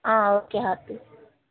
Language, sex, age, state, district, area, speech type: Telugu, female, 30-45, Andhra Pradesh, Nellore, urban, conversation